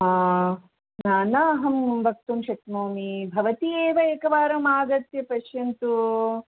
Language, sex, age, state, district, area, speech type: Sanskrit, female, 60+, Karnataka, Mysore, urban, conversation